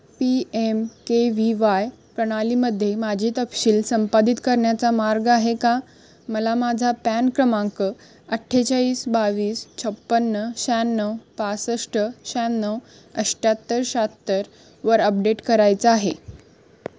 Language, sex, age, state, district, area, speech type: Marathi, female, 18-30, Maharashtra, Kolhapur, urban, read